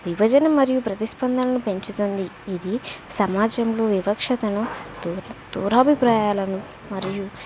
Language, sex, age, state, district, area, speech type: Telugu, female, 18-30, Telangana, Warangal, rural, spontaneous